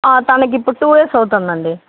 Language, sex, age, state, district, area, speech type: Telugu, female, 30-45, Andhra Pradesh, Chittoor, urban, conversation